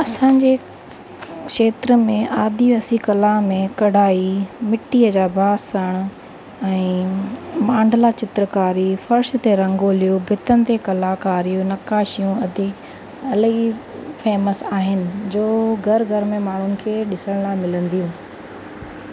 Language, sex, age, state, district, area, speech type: Sindhi, female, 30-45, Rajasthan, Ajmer, urban, spontaneous